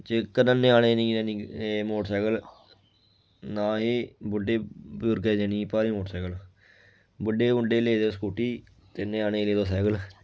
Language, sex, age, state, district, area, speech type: Dogri, male, 18-30, Jammu and Kashmir, Kathua, rural, spontaneous